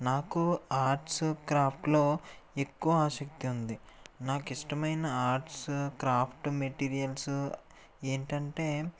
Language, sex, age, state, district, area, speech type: Telugu, male, 30-45, Andhra Pradesh, Krishna, urban, spontaneous